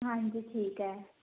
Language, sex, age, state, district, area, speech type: Punjabi, female, 18-30, Punjab, Shaheed Bhagat Singh Nagar, urban, conversation